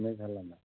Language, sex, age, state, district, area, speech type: Assamese, male, 30-45, Assam, Majuli, urban, conversation